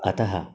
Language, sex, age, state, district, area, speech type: Sanskrit, male, 45-60, Karnataka, Uttara Kannada, rural, spontaneous